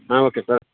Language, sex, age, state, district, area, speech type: Kannada, male, 60+, Karnataka, Bangalore Rural, rural, conversation